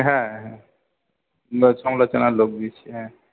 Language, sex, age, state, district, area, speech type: Bengali, male, 45-60, West Bengal, South 24 Parganas, urban, conversation